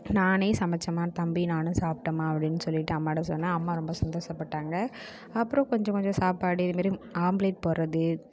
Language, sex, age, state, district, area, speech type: Tamil, female, 18-30, Tamil Nadu, Mayiladuthurai, urban, spontaneous